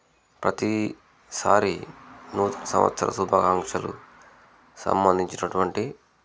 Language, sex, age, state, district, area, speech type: Telugu, male, 30-45, Telangana, Jangaon, rural, spontaneous